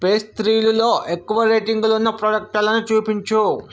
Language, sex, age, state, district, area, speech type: Telugu, male, 18-30, Andhra Pradesh, Vizianagaram, urban, read